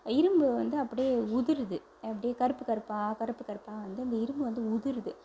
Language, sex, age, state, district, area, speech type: Tamil, female, 45-60, Tamil Nadu, Pudukkottai, urban, spontaneous